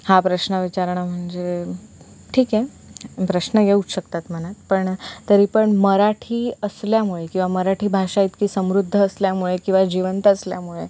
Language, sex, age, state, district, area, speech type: Marathi, female, 18-30, Maharashtra, Sindhudurg, rural, spontaneous